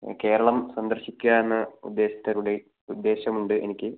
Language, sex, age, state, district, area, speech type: Malayalam, male, 18-30, Kerala, Kannur, rural, conversation